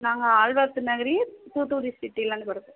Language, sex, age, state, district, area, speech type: Tamil, female, 30-45, Tamil Nadu, Thoothukudi, urban, conversation